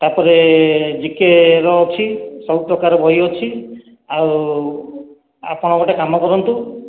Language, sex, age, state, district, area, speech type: Odia, male, 18-30, Odisha, Khordha, rural, conversation